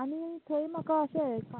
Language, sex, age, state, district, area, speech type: Goan Konkani, female, 18-30, Goa, Murmgao, rural, conversation